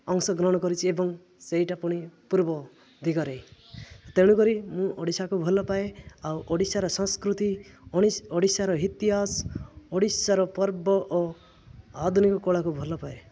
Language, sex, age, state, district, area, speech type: Odia, male, 18-30, Odisha, Nabarangpur, urban, spontaneous